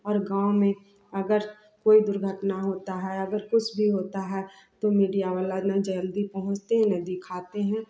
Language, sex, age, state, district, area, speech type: Hindi, female, 30-45, Bihar, Samastipur, rural, spontaneous